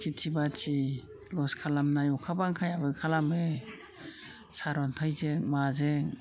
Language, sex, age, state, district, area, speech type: Bodo, female, 60+, Assam, Udalguri, rural, spontaneous